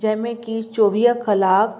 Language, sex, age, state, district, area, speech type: Sindhi, female, 30-45, Uttar Pradesh, Lucknow, urban, spontaneous